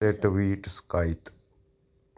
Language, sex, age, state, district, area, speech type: Punjabi, male, 45-60, Punjab, Gurdaspur, urban, read